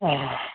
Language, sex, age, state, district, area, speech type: Kannada, male, 18-30, Karnataka, Koppal, rural, conversation